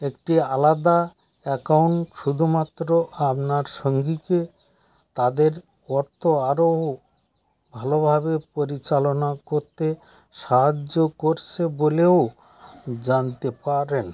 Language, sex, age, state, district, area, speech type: Bengali, male, 60+, West Bengal, North 24 Parganas, rural, read